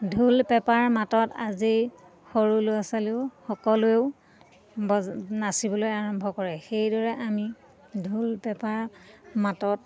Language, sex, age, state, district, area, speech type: Assamese, female, 30-45, Assam, Lakhimpur, rural, spontaneous